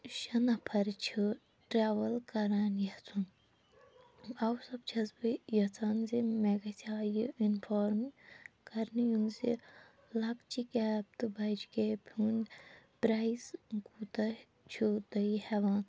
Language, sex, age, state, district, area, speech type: Kashmiri, female, 30-45, Jammu and Kashmir, Shopian, urban, spontaneous